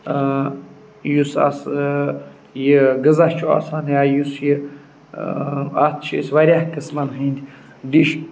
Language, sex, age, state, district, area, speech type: Kashmiri, male, 18-30, Jammu and Kashmir, Budgam, rural, spontaneous